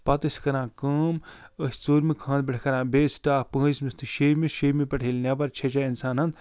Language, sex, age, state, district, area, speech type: Kashmiri, male, 45-60, Jammu and Kashmir, Budgam, rural, spontaneous